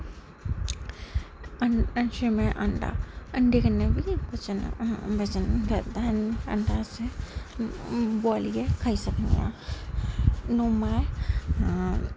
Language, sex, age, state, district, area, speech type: Dogri, female, 18-30, Jammu and Kashmir, Kathua, rural, spontaneous